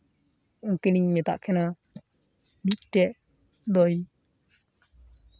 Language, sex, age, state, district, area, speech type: Santali, male, 18-30, West Bengal, Uttar Dinajpur, rural, spontaneous